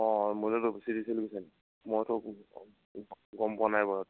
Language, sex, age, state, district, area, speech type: Assamese, male, 30-45, Assam, Charaideo, rural, conversation